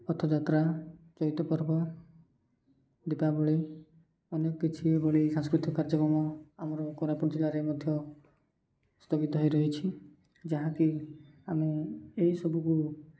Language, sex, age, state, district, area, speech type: Odia, male, 30-45, Odisha, Koraput, urban, spontaneous